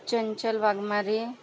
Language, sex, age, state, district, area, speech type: Marathi, female, 30-45, Maharashtra, Akola, rural, spontaneous